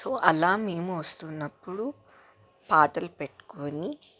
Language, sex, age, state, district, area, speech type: Telugu, female, 18-30, Telangana, Hyderabad, urban, spontaneous